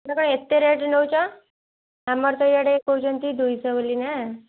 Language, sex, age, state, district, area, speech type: Odia, female, 18-30, Odisha, Kendujhar, urban, conversation